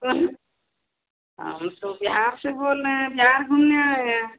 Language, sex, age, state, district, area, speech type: Hindi, female, 60+, Bihar, Madhepura, rural, conversation